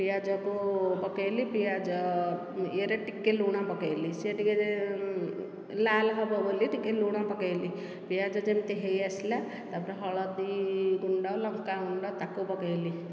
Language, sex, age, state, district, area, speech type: Odia, female, 45-60, Odisha, Dhenkanal, rural, spontaneous